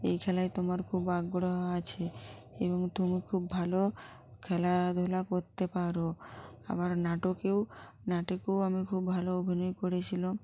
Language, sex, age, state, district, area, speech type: Bengali, female, 45-60, West Bengal, North 24 Parganas, rural, spontaneous